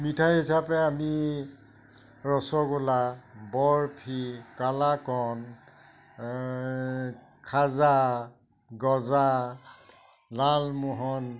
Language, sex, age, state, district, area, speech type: Assamese, male, 60+, Assam, Majuli, rural, spontaneous